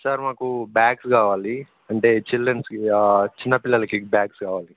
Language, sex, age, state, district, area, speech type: Telugu, male, 18-30, Telangana, Ranga Reddy, urban, conversation